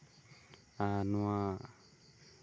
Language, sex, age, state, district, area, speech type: Santali, male, 18-30, West Bengal, Bankura, rural, spontaneous